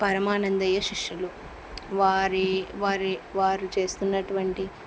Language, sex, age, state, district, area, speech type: Telugu, female, 45-60, Andhra Pradesh, Kurnool, rural, spontaneous